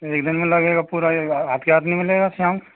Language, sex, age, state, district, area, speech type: Hindi, male, 30-45, Rajasthan, Bharatpur, rural, conversation